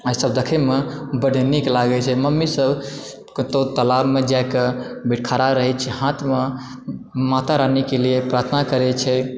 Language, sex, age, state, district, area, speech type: Maithili, male, 18-30, Bihar, Supaul, rural, spontaneous